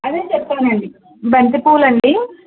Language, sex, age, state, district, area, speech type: Telugu, female, 30-45, Andhra Pradesh, Konaseema, rural, conversation